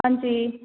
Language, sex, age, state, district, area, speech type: Punjabi, female, 45-60, Punjab, Jalandhar, urban, conversation